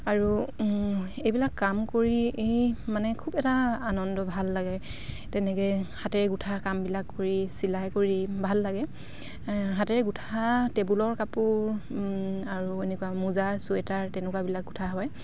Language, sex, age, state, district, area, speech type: Assamese, female, 45-60, Assam, Dibrugarh, rural, spontaneous